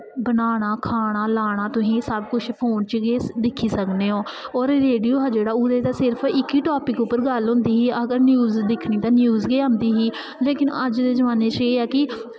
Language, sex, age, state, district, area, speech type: Dogri, female, 18-30, Jammu and Kashmir, Kathua, rural, spontaneous